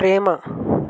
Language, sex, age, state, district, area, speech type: Telugu, male, 18-30, Andhra Pradesh, Guntur, urban, read